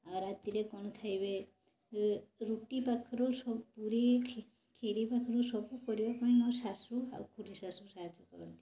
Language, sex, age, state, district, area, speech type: Odia, female, 30-45, Odisha, Mayurbhanj, rural, spontaneous